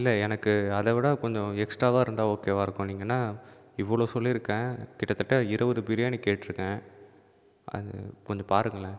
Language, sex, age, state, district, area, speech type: Tamil, male, 30-45, Tamil Nadu, Viluppuram, urban, spontaneous